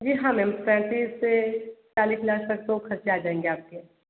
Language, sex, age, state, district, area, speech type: Hindi, female, 45-60, Uttar Pradesh, Sonbhadra, rural, conversation